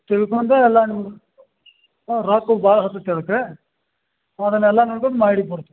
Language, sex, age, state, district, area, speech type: Kannada, male, 45-60, Karnataka, Belgaum, rural, conversation